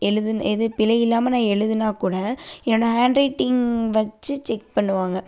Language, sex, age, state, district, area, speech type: Tamil, female, 18-30, Tamil Nadu, Coimbatore, urban, spontaneous